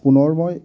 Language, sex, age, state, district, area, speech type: Assamese, male, 18-30, Assam, Nagaon, rural, spontaneous